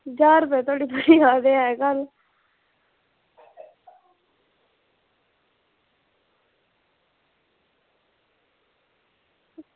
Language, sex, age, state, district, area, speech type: Dogri, female, 45-60, Jammu and Kashmir, Reasi, urban, conversation